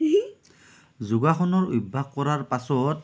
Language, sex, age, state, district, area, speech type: Assamese, male, 45-60, Assam, Nalbari, rural, spontaneous